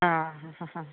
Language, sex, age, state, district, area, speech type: Malayalam, female, 45-60, Kerala, Idukki, rural, conversation